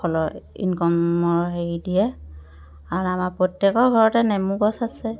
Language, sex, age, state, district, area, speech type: Assamese, female, 30-45, Assam, Dhemaji, urban, spontaneous